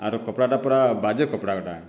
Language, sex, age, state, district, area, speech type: Odia, male, 60+, Odisha, Boudh, rural, spontaneous